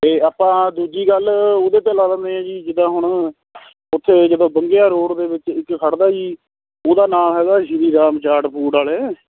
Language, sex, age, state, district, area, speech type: Punjabi, male, 60+, Punjab, Shaheed Bhagat Singh Nagar, rural, conversation